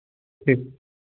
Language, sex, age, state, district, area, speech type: Hindi, male, 30-45, Uttar Pradesh, Ayodhya, rural, conversation